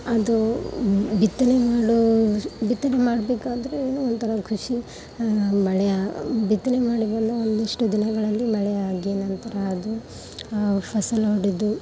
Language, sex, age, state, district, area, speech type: Kannada, female, 18-30, Karnataka, Gadag, rural, spontaneous